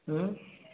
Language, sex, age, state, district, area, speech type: Odia, male, 60+, Odisha, Jajpur, rural, conversation